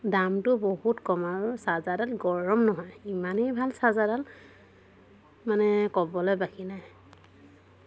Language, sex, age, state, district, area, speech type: Assamese, female, 45-60, Assam, Dhemaji, urban, spontaneous